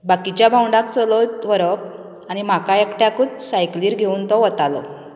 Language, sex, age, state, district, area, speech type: Goan Konkani, female, 30-45, Goa, Canacona, rural, spontaneous